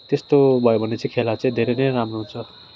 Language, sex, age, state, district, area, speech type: Nepali, male, 18-30, West Bengal, Darjeeling, rural, spontaneous